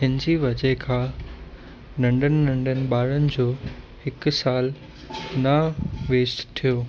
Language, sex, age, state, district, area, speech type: Sindhi, male, 18-30, Gujarat, Kutch, urban, spontaneous